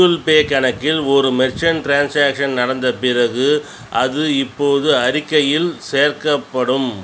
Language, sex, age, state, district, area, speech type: Tamil, male, 30-45, Tamil Nadu, Ariyalur, rural, read